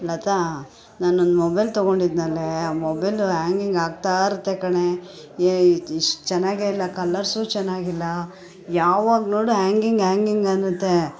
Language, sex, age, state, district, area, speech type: Kannada, female, 45-60, Karnataka, Bangalore Urban, urban, spontaneous